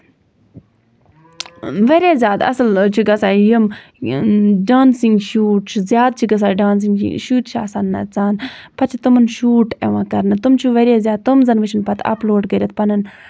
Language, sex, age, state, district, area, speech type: Kashmiri, female, 18-30, Jammu and Kashmir, Kupwara, rural, spontaneous